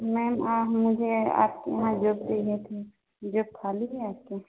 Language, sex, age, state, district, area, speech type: Hindi, female, 45-60, Uttar Pradesh, Ayodhya, rural, conversation